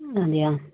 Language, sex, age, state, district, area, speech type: Malayalam, female, 30-45, Kerala, Kannur, urban, conversation